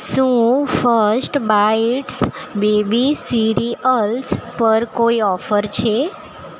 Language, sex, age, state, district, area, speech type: Gujarati, female, 18-30, Gujarat, Valsad, rural, read